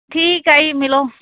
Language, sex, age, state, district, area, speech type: Punjabi, female, 30-45, Punjab, Muktsar, urban, conversation